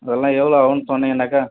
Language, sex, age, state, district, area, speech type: Tamil, male, 45-60, Tamil Nadu, Vellore, rural, conversation